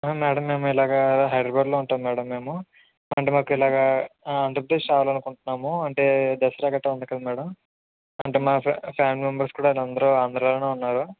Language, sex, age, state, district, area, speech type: Telugu, male, 45-60, Andhra Pradesh, Kakinada, rural, conversation